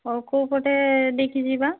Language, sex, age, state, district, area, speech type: Odia, female, 45-60, Odisha, Mayurbhanj, rural, conversation